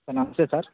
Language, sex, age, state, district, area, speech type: Telugu, male, 18-30, Telangana, Bhadradri Kothagudem, urban, conversation